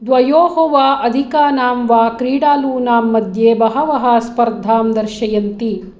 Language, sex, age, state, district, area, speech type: Sanskrit, female, 45-60, Karnataka, Hassan, rural, read